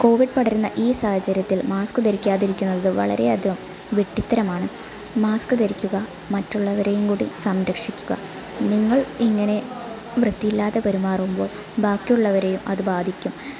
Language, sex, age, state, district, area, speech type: Malayalam, female, 30-45, Kerala, Malappuram, rural, spontaneous